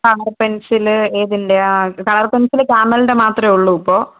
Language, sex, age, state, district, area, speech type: Malayalam, female, 18-30, Kerala, Thiruvananthapuram, rural, conversation